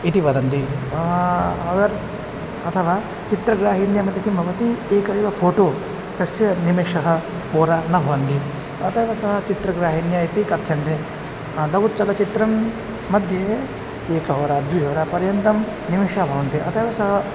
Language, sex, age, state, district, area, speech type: Sanskrit, male, 18-30, Assam, Kokrajhar, rural, spontaneous